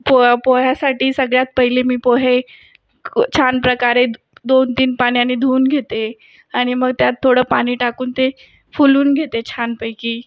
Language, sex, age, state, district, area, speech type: Marathi, female, 18-30, Maharashtra, Buldhana, urban, spontaneous